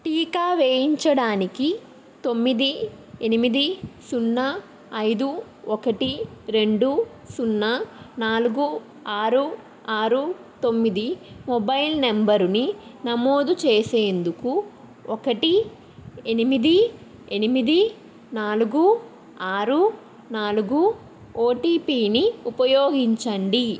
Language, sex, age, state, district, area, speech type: Telugu, female, 18-30, Andhra Pradesh, Krishna, urban, read